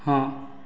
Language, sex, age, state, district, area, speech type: Odia, male, 30-45, Odisha, Nayagarh, rural, read